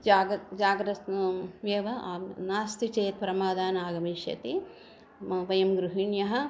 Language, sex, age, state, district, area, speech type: Sanskrit, female, 60+, Andhra Pradesh, Krishna, urban, spontaneous